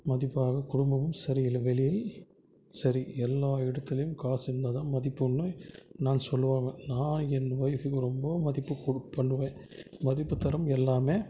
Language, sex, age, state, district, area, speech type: Tamil, male, 45-60, Tamil Nadu, Krishnagiri, rural, spontaneous